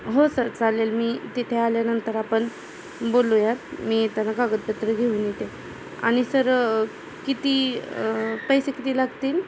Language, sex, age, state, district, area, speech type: Marathi, female, 18-30, Maharashtra, Satara, rural, spontaneous